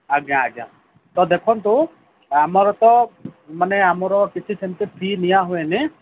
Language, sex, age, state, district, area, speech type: Odia, male, 45-60, Odisha, Sundergarh, rural, conversation